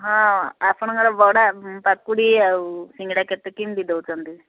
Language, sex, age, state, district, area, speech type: Odia, female, 60+, Odisha, Jharsuguda, rural, conversation